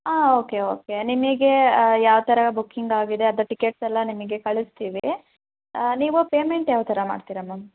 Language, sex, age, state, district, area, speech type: Kannada, female, 18-30, Karnataka, Hassan, rural, conversation